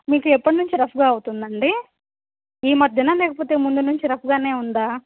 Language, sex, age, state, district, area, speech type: Telugu, female, 30-45, Andhra Pradesh, Annamaya, urban, conversation